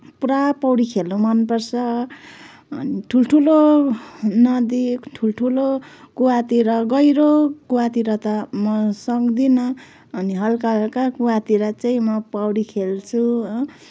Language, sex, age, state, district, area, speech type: Nepali, female, 45-60, West Bengal, Kalimpong, rural, spontaneous